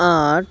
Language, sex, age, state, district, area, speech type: Urdu, male, 18-30, Delhi, South Delhi, urban, read